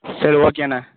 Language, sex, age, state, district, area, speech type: Tamil, male, 30-45, Tamil Nadu, Ariyalur, rural, conversation